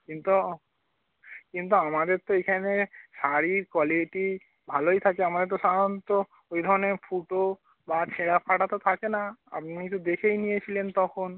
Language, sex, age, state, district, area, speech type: Bengali, male, 30-45, West Bengal, North 24 Parganas, urban, conversation